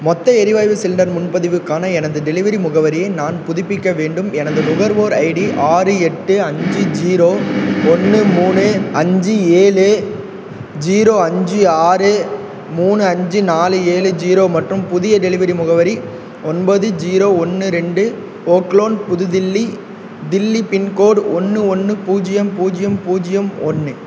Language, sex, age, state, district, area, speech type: Tamil, male, 18-30, Tamil Nadu, Perambalur, rural, read